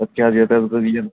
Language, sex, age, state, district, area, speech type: Kashmiri, male, 18-30, Jammu and Kashmir, Shopian, rural, conversation